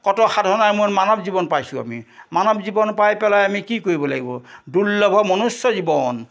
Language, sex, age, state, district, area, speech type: Assamese, male, 60+, Assam, Majuli, urban, spontaneous